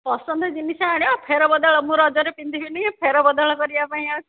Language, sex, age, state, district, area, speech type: Odia, female, 30-45, Odisha, Dhenkanal, rural, conversation